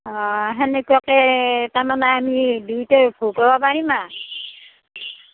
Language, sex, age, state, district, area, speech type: Assamese, female, 60+, Assam, Darrang, rural, conversation